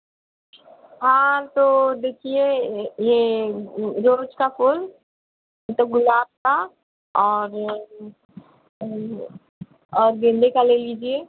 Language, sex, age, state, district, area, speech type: Hindi, female, 30-45, Uttar Pradesh, Azamgarh, urban, conversation